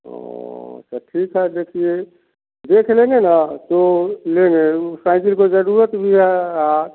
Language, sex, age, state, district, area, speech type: Hindi, male, 45-60, Bihar, Samastipur, rural, conversation